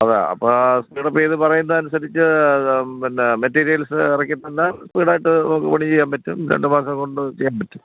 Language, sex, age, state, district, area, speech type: Malayalam, male, 60+, Kerala, Thiruvananthapuram, urban, conversation